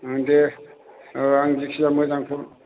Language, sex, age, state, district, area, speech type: Bodo, male, 45-60, Assam, Chirang, urban, conversation